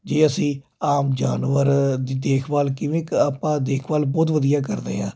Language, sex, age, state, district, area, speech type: Punjabi, male, 30-45, Punjab, Jalandhar, urban, spontaneous